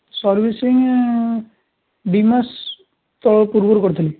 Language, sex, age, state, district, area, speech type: Odia, male, 18-30, Odisha, Balasore, rural, conversation